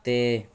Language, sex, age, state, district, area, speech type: Punjabi, male, 18-30, Punjab, Shaheed Bhagat Singh Nagar, urban, read